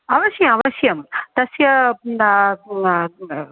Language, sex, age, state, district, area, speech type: Sanskrit, female, 60+, Tamil Nadu, Thanjavur, urban, conversation